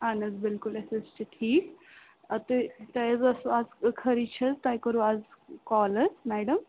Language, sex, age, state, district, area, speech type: Kashmiri, female, 30-45, Jammu and Kashmir, Srinagar, urban, conversation